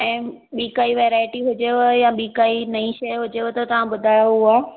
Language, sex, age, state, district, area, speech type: Sindhi, female, 30-45, Maharashtra, Thane, urban, conversation